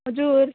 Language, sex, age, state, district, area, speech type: Nepali, female, 18-30, West Bengal, Alipurduar, rural, conversation